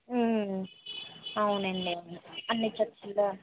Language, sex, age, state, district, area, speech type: Telugu, female, 18-30, Andhra Pradesh, Konaseema, urban, conversation